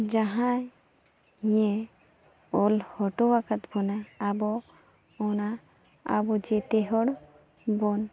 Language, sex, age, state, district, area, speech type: Santali, female, 30-45, Jharkhand, Seraikela Kharsawan, rural, spontaneous